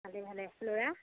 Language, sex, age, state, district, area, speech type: Assamese, female, 30-45, Assam, Golaghat, urban, conversation